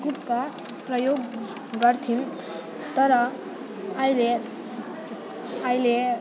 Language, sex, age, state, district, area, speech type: Nepali, female, 18-30, West Bengal, Alipurduar, urban, spontaneous